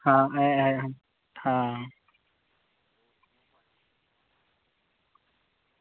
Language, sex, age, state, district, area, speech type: Dogri, male, 18-30, Jammu and Kashmir, Kathua, rural, conversation